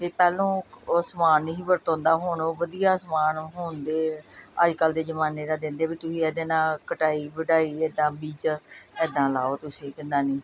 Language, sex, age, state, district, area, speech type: Punjabi, female, 45-60, Punjab, Gurdaspur, urban, spontaneous